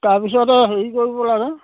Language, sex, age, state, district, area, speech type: Assamese, male, 60+, Assam, Dhemaji, rural, conversation